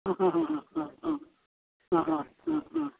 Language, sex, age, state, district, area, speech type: Goan Konkani, male, 60+, Goa, Bardez, urban, conversation